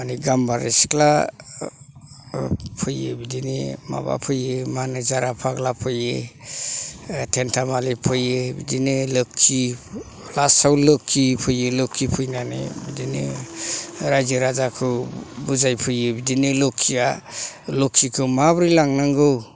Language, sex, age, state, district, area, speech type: Bodo, male, 60+, Assam, Chirang, rural, spontaneous